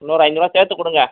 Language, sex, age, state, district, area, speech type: Tamil, male, 60+, Tamil Nadu, Pudukkottai, rural, conversation